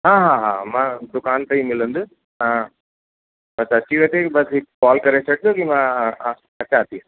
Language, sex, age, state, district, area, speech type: Sindhi, male, 45-60, Uttar Pradesh, Lucknow, rural, conversation